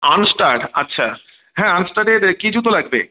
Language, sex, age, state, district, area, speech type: Bengali, male, 30-45, West Bengal, Jalpaiguri, rural, conversation